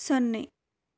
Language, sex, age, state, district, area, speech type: Kannada, female, 18-30, Karnataka, Shimoga, rural, read